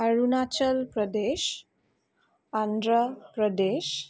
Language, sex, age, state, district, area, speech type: Assamese, female, 45-60, Assam, Darrang, urban, spontaneous